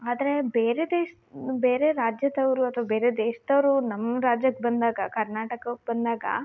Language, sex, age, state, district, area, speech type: Kannada, female, 18-30, Karnataka, Shimoga, rural, spontaneous